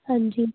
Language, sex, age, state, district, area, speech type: Punjabi, female, 18-30, Punjab, Muktsar, urban, conversation